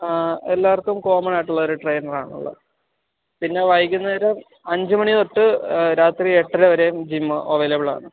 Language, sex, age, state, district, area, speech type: Malayalam, male, 30-45, Kerala, Alappuzha, rural, conversation